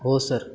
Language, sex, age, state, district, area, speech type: Marathi, male, 18-30, Maharashtra, Satara, urban, spontaneous